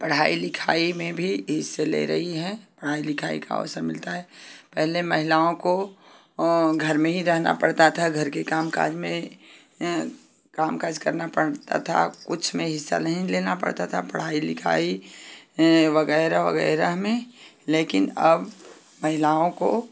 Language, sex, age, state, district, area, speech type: Hindi, female, 45-60, Uttar Pradesh, Ghazipur, rural, spontaneous